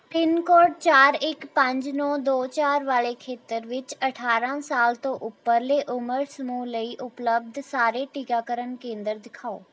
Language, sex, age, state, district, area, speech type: Punjabi, female, 18-30, Punjab, Rupnagar, urban, read